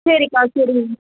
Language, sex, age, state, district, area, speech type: Tamil, female, 45-60, Tamil Nadu, Pudukkottai, rural, conversation